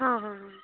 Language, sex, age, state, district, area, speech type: Dogri, female, 18-30, Jammu and Kashmir, Reasi, rural, conversation